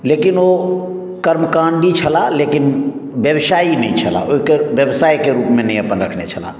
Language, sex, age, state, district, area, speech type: Maithili, male, 60+, Bihar, Madhubani, urban, spontaneous